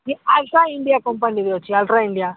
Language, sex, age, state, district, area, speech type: Odia, male, 45-60, Odisha, Nabarangpur, rural, conversation